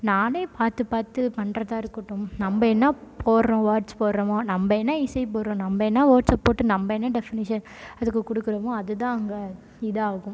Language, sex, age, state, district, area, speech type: Tamil, female, 18-30, Tamil Nadu, Tiruchirappalli, rural, spontaneous